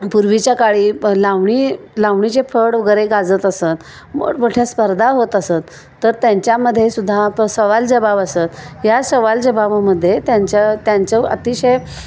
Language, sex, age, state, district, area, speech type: Marathi, female, 60+, Maharashtra, Kolhapur, urban, spontaneous